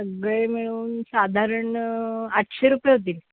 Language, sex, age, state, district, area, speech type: Marathi, female, 45-60, Maharashtra, Sangli, urban, conversation